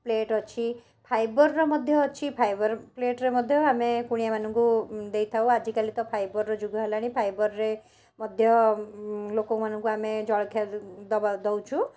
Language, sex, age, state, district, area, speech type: Odia, female, 30-45, Odisha, Cuttack, urban, spontaneous